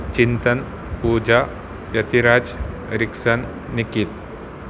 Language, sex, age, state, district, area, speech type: Kannada, male, 18-30, Karnataka, Shimoga, rural, spontaneous